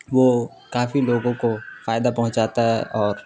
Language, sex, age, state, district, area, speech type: Urdu, male, 18-30, Bihar, Khagaria, rural, spontaneous